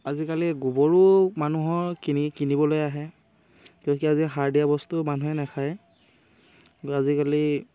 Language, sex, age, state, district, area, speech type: Assamese, male, 18-30, Assam, Dhemaji, rural, spontaneous